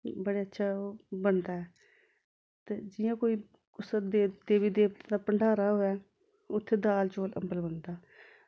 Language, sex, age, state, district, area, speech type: Dogri, female, 45-60, Jammu and Kashmir, Samba, urban, spontaneous